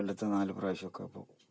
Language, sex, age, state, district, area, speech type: Malayalam, male, 60+, Kerala, Kasaragod, rural, spontaneous